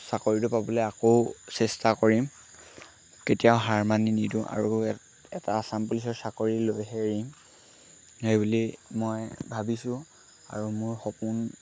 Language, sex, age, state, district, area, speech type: Assamese, male, 18-30, Assam, Lakhimpur, rural, spontaneous